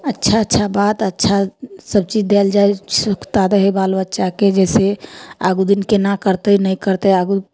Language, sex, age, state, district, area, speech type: Maithili, female, 30-45, Bihar, Samastipur, rural, spontaneous